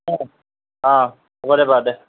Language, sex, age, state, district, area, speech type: Assamese, male, 45-60, Assam, Morigaon, rural, conversation